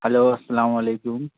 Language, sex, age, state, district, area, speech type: Urdu, male, 30-45, Bihar, Purnia, rural, conversation